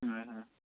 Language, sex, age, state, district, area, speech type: Assamese, male, 30-45, Assam, Majuli, urban, conversation